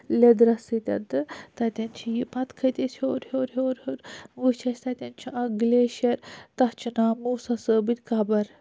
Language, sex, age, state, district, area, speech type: Kashmiri, female, 45-60, Jammu and Kashmir, Srinagar, urban, spontaneous